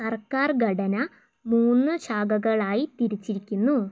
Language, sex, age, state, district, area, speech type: Malayalam, female, 18-30, Kerala, Wayanad, rural, read